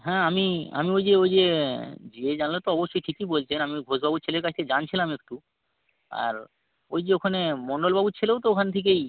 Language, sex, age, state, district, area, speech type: Bengali, male, 45-60, West Bengal, Hooghly, urban, conversation